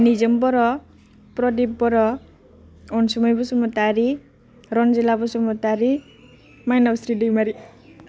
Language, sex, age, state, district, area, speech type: Bodo, female, 18-30, Assam, Udalguri, rural, spontaneous